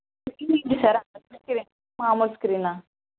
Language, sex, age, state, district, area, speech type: Telugu, female, 30-45, Telangana, Vikarabad, urban, conversation